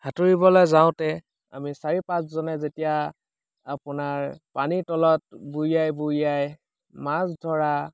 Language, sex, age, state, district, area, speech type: Assamese, male, 30-45, Assam, Lakhimpur, rural, spontaneous